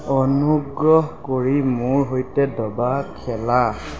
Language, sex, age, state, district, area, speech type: Assamese, male, 45-60, Assam, Lakhimpur, rural, read